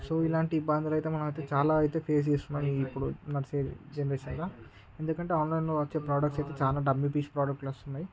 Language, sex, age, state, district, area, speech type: Telugu, male, 18-30, Andhra Pradesh, Srikakulam, urban, spontaneous